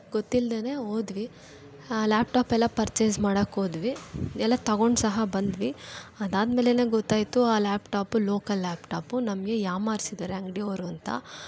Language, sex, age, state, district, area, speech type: Kannada, female, 18-30, Karnataka, Kolar, urban, spontaneous